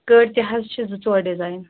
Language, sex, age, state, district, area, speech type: Kashmiri, female, 30-45, Jammu and Kashmir, Shopian, rural, conversation